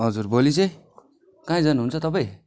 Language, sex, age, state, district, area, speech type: Nepali, male, 30-45, West Bengal, Darjeeling, rural, spontaneous